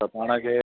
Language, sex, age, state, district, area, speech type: Sindhi, male, 60+, Gujarat, Junagadh, rural, conversation